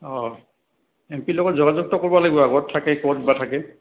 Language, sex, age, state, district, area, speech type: Assamese, male, 60+, Assam, Goalpara, rural, conversation